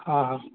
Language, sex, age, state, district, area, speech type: Urdu, male, 18-30, Delhi, North West Delhi, urban, conversation